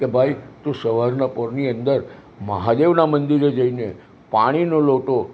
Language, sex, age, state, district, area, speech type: Gujarati, male, 60+, Gujarat, Narmada, urban, spontaneous